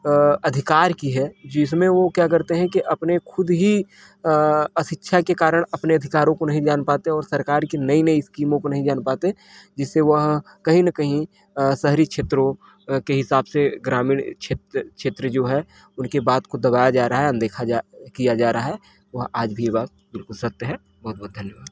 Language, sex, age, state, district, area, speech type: Hindi, male, 30-45, Uttar Pradesh, Mirzapur, rural, spontaneous